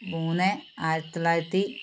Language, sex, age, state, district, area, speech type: Malayalam, female, 60+, Kerala, Wayanad, rural, spontaneous